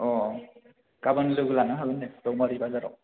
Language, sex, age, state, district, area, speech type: Bodo, male, 18-30, Assam, Chirang, urban, conversation